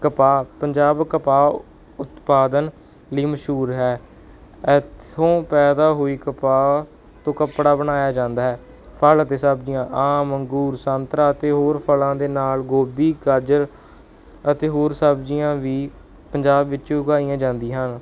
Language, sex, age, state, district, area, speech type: Punjabi, male, 30-45, Punjab, Barnala, rural, spontaneous